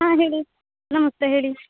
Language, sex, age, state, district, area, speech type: Kannada, female, 18-30, Karnataka, Uttara Kannada, rural, conversation